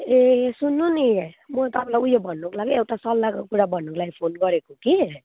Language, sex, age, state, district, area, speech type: Nepali, female, 30-45, West Bengal, Jalpaiguri, rural, conversation